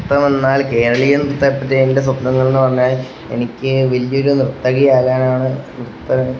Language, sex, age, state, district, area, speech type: Malayalam, male, 30-45, Kerala, Wayanad, rural, spontaneous